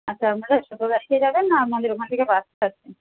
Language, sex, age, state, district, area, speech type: Bengali, female, 45-60, West Bengal, Jhargram, rural, conversation